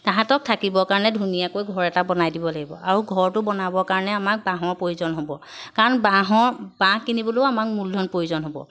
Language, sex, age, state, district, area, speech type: Assamese, female, 30-45, Assam, Jorhat, urban, spontaneous